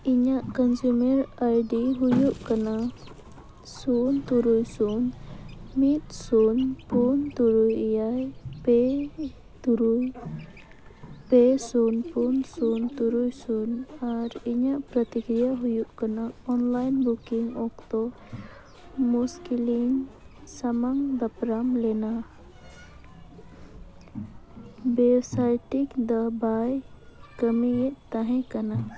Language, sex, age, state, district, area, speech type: Santali, female, 18-30, Jharkhand, Bokaro, rural, read